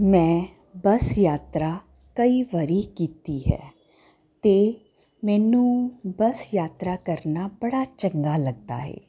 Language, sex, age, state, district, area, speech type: Punjabi, female, 30-45, Punjab, Jalandhar, urban, spontaneous